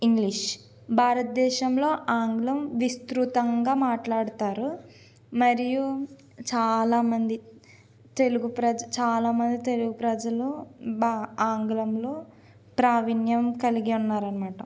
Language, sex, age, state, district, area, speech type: Telugu, female, 30-45, Andhra Pradesh, Eluru, urban, spontaneous